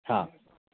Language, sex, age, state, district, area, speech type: Hindi, male, 45-60, Madhya Pradesh, Bhopal, urban, conversation